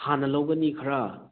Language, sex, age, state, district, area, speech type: Manipuri, male, 18-30, Manipur, Thoubal, rural, conversation